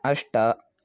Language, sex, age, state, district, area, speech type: Sanskrit, male, 18-30, Karnataka, Mandya, rural, read